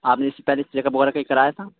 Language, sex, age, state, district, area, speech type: Urdu, male, 18-30, Uttar Pradesh, Ghaziabad, urban, conversation